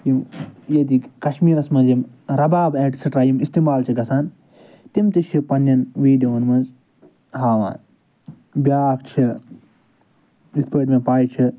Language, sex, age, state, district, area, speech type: Kashmiri, male, 45-60, Jammu and Kashmir, Ganderbal, urban, spontaneous